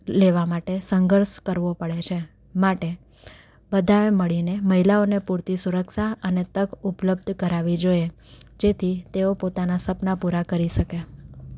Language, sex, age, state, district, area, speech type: Gujarati, female, 18-30, Gujarat, Anand, urban, spontaneous